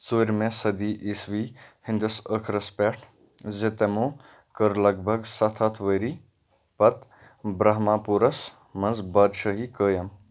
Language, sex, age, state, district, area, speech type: Kashmiri, male, 30-45, Jammu and Kashmir, Kupwara, urban, read